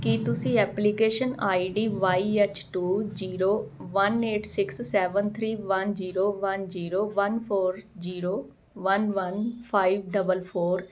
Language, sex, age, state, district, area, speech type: Punjabi, female, 45-60, Punjab, Ludhiana, urban, read